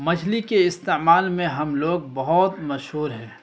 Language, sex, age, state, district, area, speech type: Urdu, male, 18-30, Bihar, Araria, rural, spontaneous